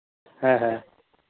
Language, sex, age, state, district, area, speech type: Santali, male, 45-60, Jharkhand, East Singhbhum, rural, conversation